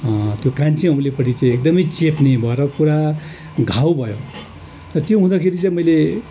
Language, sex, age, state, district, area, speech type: Nepali, male, 60+, West Bengal, Darjeeling, rural, spontaneous